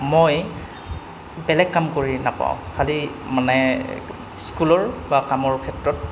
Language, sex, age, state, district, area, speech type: Assamese, male, 18-30, Assam, Goalpara, rural, spontaneous